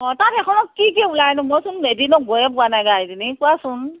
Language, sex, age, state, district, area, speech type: Assamese, female, 45-60, Assam, Morigaon, rural, conversation